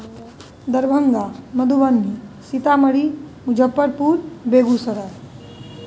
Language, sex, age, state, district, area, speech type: Maithili, female, 30-45, Bihar, Muzaffarpur, urban, spontaneous